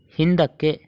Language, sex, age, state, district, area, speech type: Kannada, male, 18-30, Karnataka, Chitradurga, rural, read